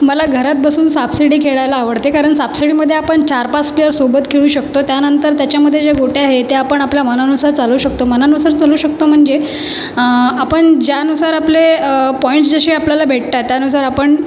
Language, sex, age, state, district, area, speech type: Marathi, female, 30-45, Maharashtra, Nagpur, urban, spontaneous